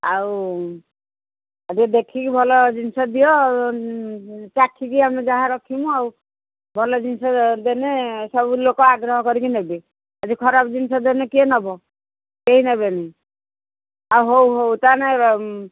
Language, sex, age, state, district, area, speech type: Odia, female, 60+, Odisha, Jharsuguda, rural, conversation